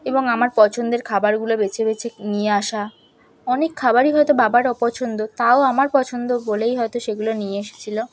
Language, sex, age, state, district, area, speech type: Bengali, female, 18-30, West Bengal, South 24 Parganas, rural, spontaneous